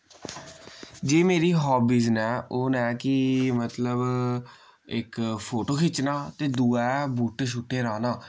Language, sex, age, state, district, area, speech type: Dogri, male, 18-30, Jammu and Kashmir, Samba, rural, spontaneous